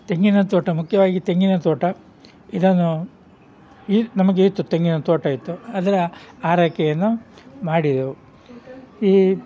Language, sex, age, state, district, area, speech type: Kannada, male, 60+, Karnataka, Udupi, rural, spontaneous